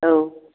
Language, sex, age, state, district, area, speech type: Bodo, female, 60+, Assam, Kokrajhar, rural, conversation